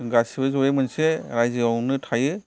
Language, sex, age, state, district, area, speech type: Bodo, male, 45-60, Assam, Kokrajhar, rural, spontaneous